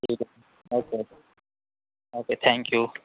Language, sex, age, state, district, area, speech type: Urdu, male, 18-30, Uttar Pradesh, Lucknow, urban, conversation